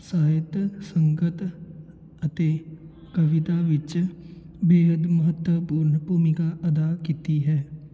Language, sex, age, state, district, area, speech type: Punjabi, male, 18-30, Punjab, Fatehgarh Sahib, rural, spontaneous